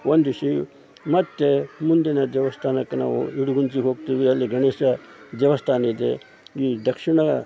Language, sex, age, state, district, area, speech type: Kannada, male, 60+, Karnataka, Koppal, rural, spontaneous